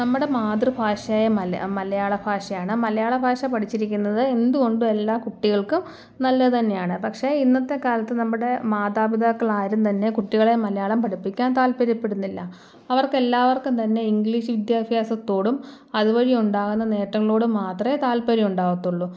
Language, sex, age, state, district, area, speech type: Malayalam, female, 18-30, Kerala, Kottayam, rural, spontaneous